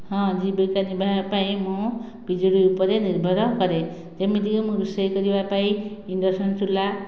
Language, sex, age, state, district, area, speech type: Odia, female, 45-60, Odisha, Khordha, rural, spontaneous